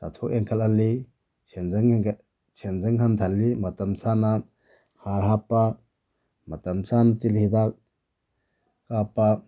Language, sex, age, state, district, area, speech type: Manipuri, male, 30-45, Manipur, Bishnupur, rural, spontaneous